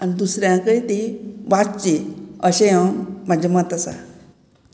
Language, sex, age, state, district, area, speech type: Goan Konkani, female, 60+, Goa, Murmgao, rural, spontaneous